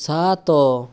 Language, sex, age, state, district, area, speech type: Odia, male, 18-30, Odisha, Balasore, rural, read